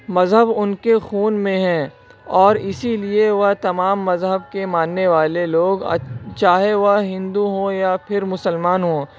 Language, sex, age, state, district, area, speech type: Urdu, male, 18-30, Bihar, Purnia, rural, spontaneous